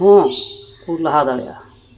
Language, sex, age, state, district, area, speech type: Santali, male, 30-45, West Bengal, Dakshin Dinajpur, rural, spontaneous